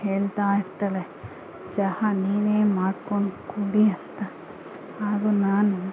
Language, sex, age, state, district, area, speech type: Kannada, female, 30-45, Karnataka, Kolar, urban, spontaneous